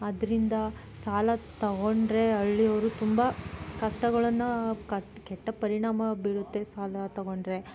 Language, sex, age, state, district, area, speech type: Kannada, female, 18-30, Karnataka, Tumkur, rural, spontaneous